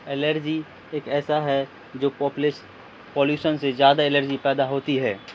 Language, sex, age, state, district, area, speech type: Urdu, male, 18-30, Bihar, Madhubani, rural, spontaneous